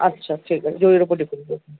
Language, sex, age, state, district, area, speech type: Bengali, female, 60+, West Bengal, Paschim Bardhaman, rural, conversation